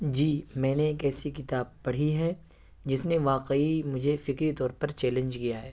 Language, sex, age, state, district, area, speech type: Urdu, male, 18-30, Uttar Pradesh, Ghaziabad, urban, spontaneous